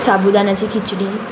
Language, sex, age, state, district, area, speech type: Goan Konkani, female, 18-30, Goa, Murmgao, urban, spontaneous